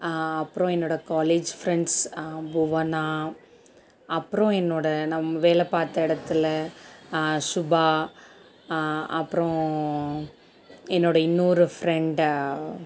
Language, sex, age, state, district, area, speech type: Tamil, female, 30-45, Tamil Nadu, Sivaganga, rural, spontaneous